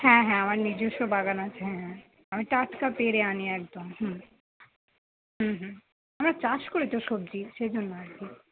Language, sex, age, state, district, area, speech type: Bengali, female, 45-60, West Bengal, Purba Bardhaman, urban, conversation